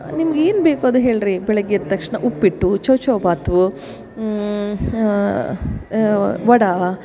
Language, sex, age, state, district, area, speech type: Kannada, female, 45-60, Karnataka, Dharwad, rural, spontaneous